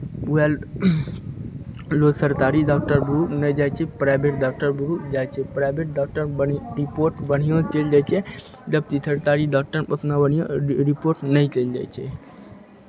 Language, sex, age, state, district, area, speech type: Maithili, male, 18-30, Bihar, Begusarai, rural, spontaneous